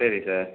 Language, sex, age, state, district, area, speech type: Tamil, male, 45-60, Tamil Nadu, Sivaganga, rural, conversation